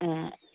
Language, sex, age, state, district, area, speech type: Manipuri, female, 60+, Manipur, Imphal East, rural, conversation